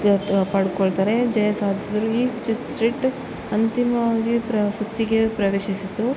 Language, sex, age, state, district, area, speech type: Kannada, female, 18-30, Karnataka, Bellary, rural, spontaneous